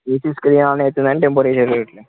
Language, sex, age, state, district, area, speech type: Telugu, male, 18-30, Telangana, Medchal, urban, conversation